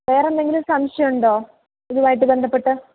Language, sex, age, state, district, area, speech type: Malayalam, female, 18-30, Kerala, Pathanamthitta, rural, conversation